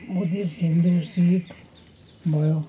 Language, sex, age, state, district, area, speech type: Nepali, male, 60+, West Bengal, Kalimpong, rural, spontaneous